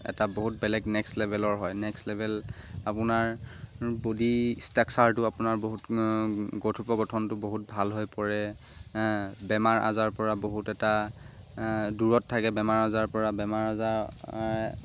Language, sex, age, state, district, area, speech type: Assamese, male, 18-30, Assam, Lakhimpur, urban, spontaneous